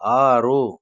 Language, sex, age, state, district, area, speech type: Kannada, male, 60+, Karnataka, Chikkaballapur, rural, read